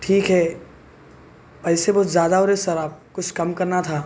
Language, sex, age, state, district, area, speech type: Urdu, male, 45-60, Telangana, Hyderabad, urban, spontaneous